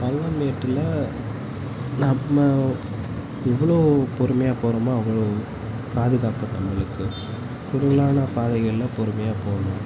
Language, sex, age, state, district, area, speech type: Tamil, male, 18-30, Tamil Nadu, Tiruchirappalli, rural, spontaneous